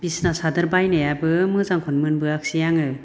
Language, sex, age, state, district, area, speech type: Bodo, female, 60+, Assam, Chirang, rural, spontaneous